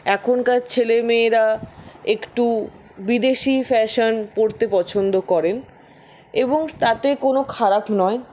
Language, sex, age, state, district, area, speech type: Bengali, female, 60+, West Bengal, Paschim Bardhaman, rural, spontaneous